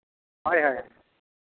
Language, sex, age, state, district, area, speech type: Santali, male, 30-45, Jharkhand, East Singhbhum, rural, conversation